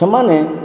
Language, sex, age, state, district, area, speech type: Odia, male, 60+, Odisha, Kendrapara, urban, spontaneous